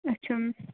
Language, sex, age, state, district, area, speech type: Kashmiri, female, 18-30, Jammu and Kashmir, Bandipora, rural, conversation